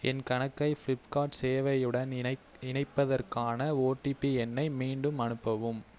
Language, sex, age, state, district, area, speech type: Tamil, male, 30-45, Tamil Nadu, Ariyalur, rural, read